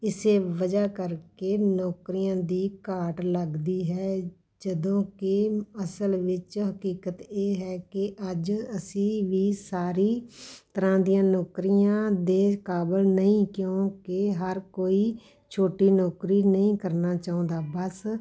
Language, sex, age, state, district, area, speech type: Punjabi, female, 45-60, Punjab, Patiala, rural, spontaneous